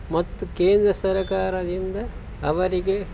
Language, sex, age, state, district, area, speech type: Kannada, male, 45-60, Karnataka, Dakshina Kannada, rural, spontaneous